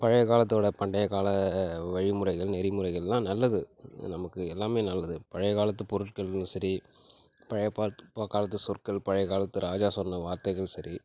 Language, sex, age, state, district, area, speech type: Tamil, male, 30-45, Tamil Nadu, Tiruchirappalli, rural, spontaneous